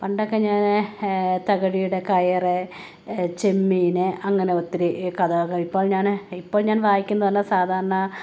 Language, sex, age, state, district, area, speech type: Malayalam, female, 45-60, Kerala, Kottayam, rural, spontaneous